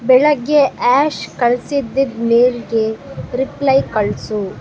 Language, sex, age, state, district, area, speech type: Kannada, female, 18-30, Karnataka, Udupi, rural, read